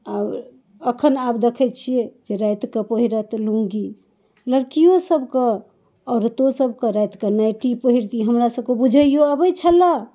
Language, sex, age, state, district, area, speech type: Maithili, female, 30-45, Bihar, Darbhanga, urban, spontaneous